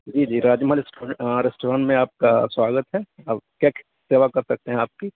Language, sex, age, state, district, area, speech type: Urdu, male, 30-45, Uttar Pradesh, Mau, urban, conversation